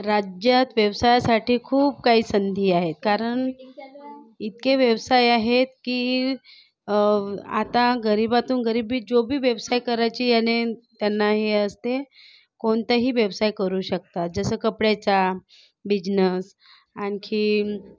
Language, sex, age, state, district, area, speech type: Marathi, female, 30-45, Maharashtra, Nagpur, urban, spontaneous